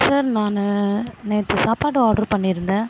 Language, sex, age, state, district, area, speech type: Tamil, female, 30-45, Tamil Nadu, Viluppuram, rural, spontaneous